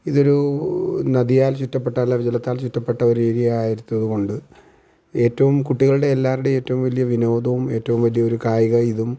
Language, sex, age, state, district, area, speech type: Malayalam, male, 45-60, Kerala, Alappuzha, rural, spontaneous